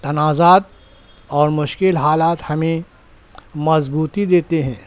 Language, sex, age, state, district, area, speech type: Urdu, male, 30-45, Maharashtra, Nashik, urban, spontaneous